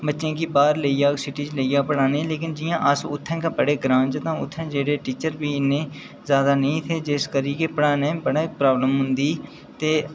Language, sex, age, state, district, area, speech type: Dogri, male, 18-30, Jammu and Kashmir, Udhampur, rural, spontaneous